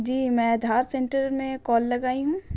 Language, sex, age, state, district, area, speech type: Urdu, female, 18-30, Bihar, Gaya, urban, spontaneous